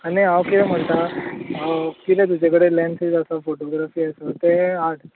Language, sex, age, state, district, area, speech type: Goan Konkani, male, 18-30, Goa, Tiswadi, rural, conversation